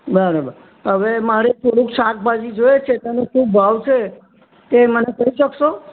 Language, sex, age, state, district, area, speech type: Gujarati, female, 60+, Gujarat, Kheda, rural, conversation